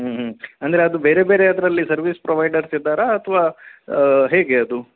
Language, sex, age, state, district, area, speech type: Kannada, male, 30-45, Karnataka, Udupi, urban, conversation